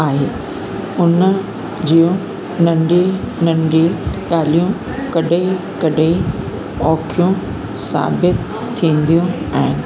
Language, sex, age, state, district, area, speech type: Sindhi, female, 60+, Uttar Pradesh, Lucknow, rural, spontaneous